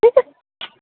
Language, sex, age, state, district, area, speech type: Sindhi, female, 45-60, Uttar Pradesh, Lucknow, rural, conversation